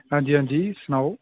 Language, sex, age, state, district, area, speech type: Dogri, male, 18-30, Jammu and Kashmir, Udhampur, rural, conversation